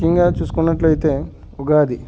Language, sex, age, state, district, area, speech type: Telugu, male, 45-60, Andhra Pradesh, Alluri Sitarama Raju, rural, spontaneous